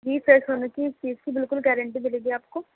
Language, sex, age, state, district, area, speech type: Urdu, female, 18-30, Delhi, East Delhi, urban, conversation